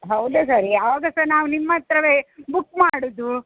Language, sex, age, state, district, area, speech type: Kannada, female, 60+, Karnataka, Udupi, rural, conversation